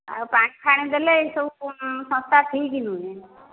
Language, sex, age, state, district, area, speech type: Odia, female, 30-45, Odisha, Dhenkanal, rural, conversation